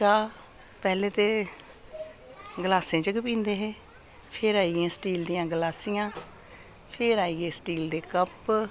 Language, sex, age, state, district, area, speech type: Dogri, female, 60+, Jammu and Kashmir, Samba, urban, spontaneous